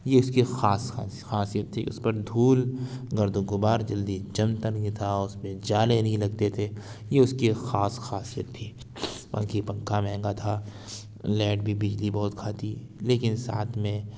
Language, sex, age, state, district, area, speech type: Urdu, male, 60+, Uttar Pradesh, Lucknow, urban, spontaneous